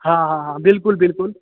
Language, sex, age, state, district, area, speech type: Hindi, male, 18-30, Bihar, Darbhanga, rural, conversation